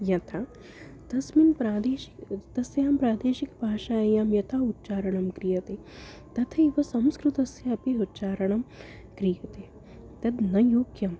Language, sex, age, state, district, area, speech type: Sanskrit, female, 30-45, Maharashtra, Nagpur, urban, spontaneous